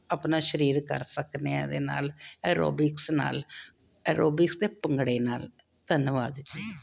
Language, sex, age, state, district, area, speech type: Punjabi, female, 45-60, Punjab, Jalandhar, urban, spontaneous